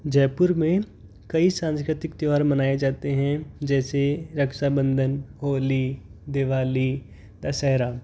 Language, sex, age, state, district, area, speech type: Hindi, male, 30-45, Rajasthan, Jaipur, urban, spontaneous